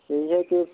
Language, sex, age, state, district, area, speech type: Urdu, male, 18-30, Bihar, Purnia, rural, conversation